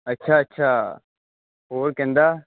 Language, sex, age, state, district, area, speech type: Punjabi, male, 18-30, Punjab, Hoshiarpur, urban, conversation